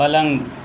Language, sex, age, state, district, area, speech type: Urdu, male, 60+, Uttar Pradesh, Shahjahanpur, rural, read